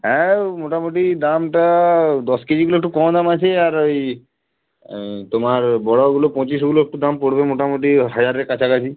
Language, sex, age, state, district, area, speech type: Bengali, male, 18-30, West Bengal, Uttar Dinajpur, urban, conversation